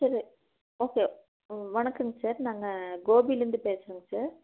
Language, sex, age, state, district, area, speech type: Tamil, female, 30-45, Tamil Nadu, Erode, rural, conversation